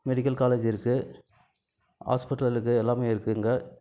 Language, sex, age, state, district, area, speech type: Tamil, male, 30-45, Tamil Nadu, Krishnagiri, rural, spontaneous